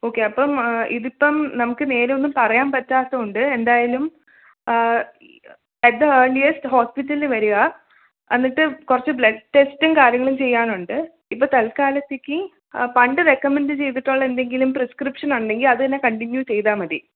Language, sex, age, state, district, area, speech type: Malayalam, female, 18-30, Kerala, Thiruvananthapuram, urban, conversation